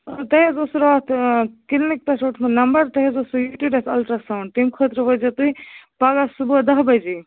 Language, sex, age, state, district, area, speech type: Kashmiri, female, 30-45, Jammu and Kashmir, Baramulla, rural, conversation